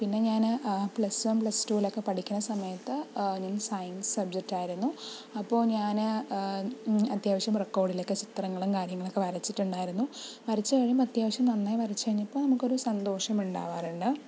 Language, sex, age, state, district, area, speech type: Malayalam, female, 45-60, Kerala, Palakkad, rural, spontaneous